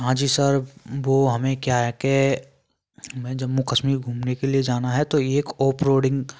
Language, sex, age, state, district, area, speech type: Hindi, male, 18-30, Rajasthan, Bharatpur, rural, spontaneous